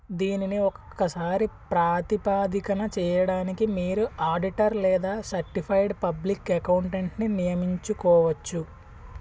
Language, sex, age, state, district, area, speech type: Telugu, male, 18-30, Andhra Pradesh, Konaseema, rural, read